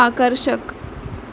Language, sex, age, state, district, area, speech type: Marathi, female, 18-30, Maharashtra, Mumbai Suburban, urban, read